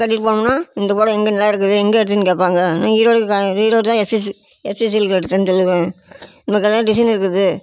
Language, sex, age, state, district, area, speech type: Tamil, female, 60+, Tamil Nadu, Namakkal, rural, spontaneous